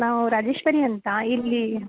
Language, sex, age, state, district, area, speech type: Kannada, female, 30-45, Karnataka, Mandya, rural, conversation